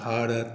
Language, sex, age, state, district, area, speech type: Maithili, male, 60+, Bihar, Madhubani, rural, spontaneous